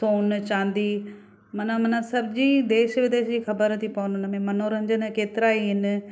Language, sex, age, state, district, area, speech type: Sindhi, female, 45-60, Maharashtra, Thane, urban, spontaneous